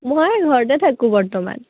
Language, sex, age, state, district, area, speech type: Assamese, female, 18-30, Assam, Biswanath, rural, conversation